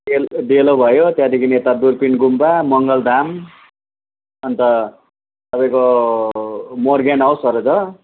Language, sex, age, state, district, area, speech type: Nepali, male, 30-45, West Bengal, Kalimpong, rural, conversation